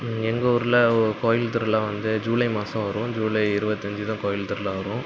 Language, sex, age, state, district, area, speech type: Tamil, male, 18-30, Tamil Nadu, Thoothukudi, rural, spontaneous